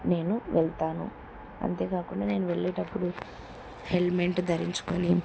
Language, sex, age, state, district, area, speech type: Telugu, female, 18-30, Andhra Pradesh, Kurnool, rural, spontaneous